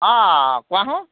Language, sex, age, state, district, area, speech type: Assamese, male, 30-45, Assam, Majuli, urban, conversation